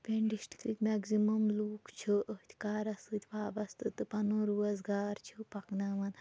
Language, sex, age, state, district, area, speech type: Kashmiri, female, 18-30, Jammu and Kashmir, Shopian, rural, spontaneous